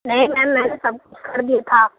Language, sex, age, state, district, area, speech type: Urdu, female, 45-60, Uttar Pradesh, Gautam Buddha Nagar, rural, conversation